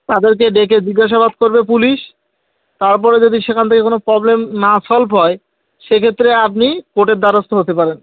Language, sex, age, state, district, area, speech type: Bengali, male, 18-30, West Bengal, Birbhum, urban, conversation